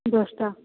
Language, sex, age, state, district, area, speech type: Odia, female, 45-60, Odisha, Boudh, rural, conversation